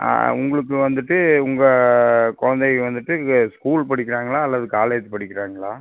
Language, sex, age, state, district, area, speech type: Tamil, male, 30-45, Tamil Nadu, Coimbatore, urban, conversation